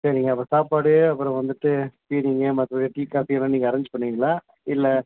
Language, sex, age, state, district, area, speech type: Tamil, male, 60+, Tamil Nadu, Nilgiris, rural, conversation